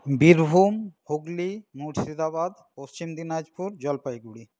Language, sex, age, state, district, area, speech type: Bengali, male, 45-60, West Bengal, Paschim Bardhaman, rural, spontaneous